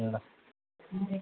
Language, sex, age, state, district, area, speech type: Nepali, male, 30-45, West Bengal, Alipurduar, urban, conversation